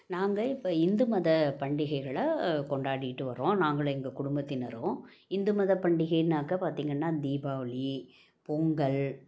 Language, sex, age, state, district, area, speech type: Tamil, female, 60+, Tamil Nadu, Salem, rural, spontaneous